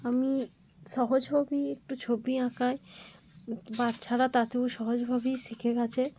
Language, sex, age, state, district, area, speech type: Bengali, female, 30-45, West Bengal, Cooch Behar, urban, spontaneous